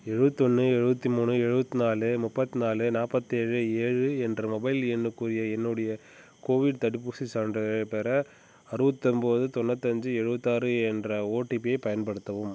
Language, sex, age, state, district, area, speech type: Tamil, male, 30-45, Tamil Nadu, Tiruchirappalli, rural, read